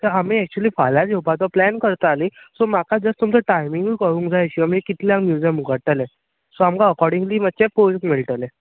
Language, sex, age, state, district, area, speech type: Goan Konkani, male, 18-30, Goa, Bardez, urban, conversation